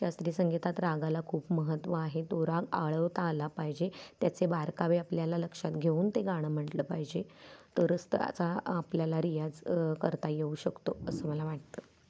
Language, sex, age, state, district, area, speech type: Marathi, female, 45-60, Maharashtra, Kolhapur, urban, spontaneous